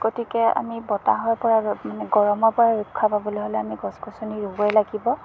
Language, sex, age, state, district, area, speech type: Assamese, female, 30-45, Assam, Morigaon, rural, spontaneous